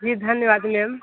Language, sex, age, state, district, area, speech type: Hindi, female, 18-30, Uttar Pradesh, Sonbhadra, rural, conversation